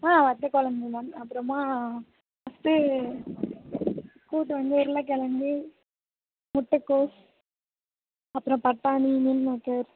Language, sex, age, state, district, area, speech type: Tamil, female, 18-30, Tamil Nadu, Thanjavur, urban, conversation